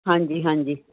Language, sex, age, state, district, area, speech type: Punjabi, female, 60+, Punjab, Muktsar, urban, conversation